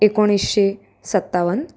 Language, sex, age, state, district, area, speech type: Marathi, female, 18-30, Maharashtra, Solapur, urban, spontaneous